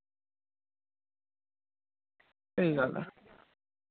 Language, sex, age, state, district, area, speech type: Dogri, male, 18-30, Jammu and Kashmir, Reasi, rural, conversation